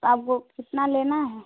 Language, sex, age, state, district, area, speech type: Hindi, female, 18-30, Uttar Pradesh, Chandauli, rural, conversation